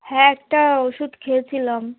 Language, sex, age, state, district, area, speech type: Bengali, female, 30-45, West Bengal, South 24 Parganas, rural, conversation